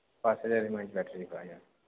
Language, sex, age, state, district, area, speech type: Bengali, male, 30-45, West Bengal, Paschim Bardhaman, urban, conversation